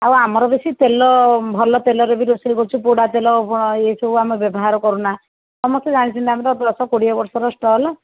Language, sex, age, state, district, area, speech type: Odia, female, 60+, Odisha, Jajpur, rural, conversation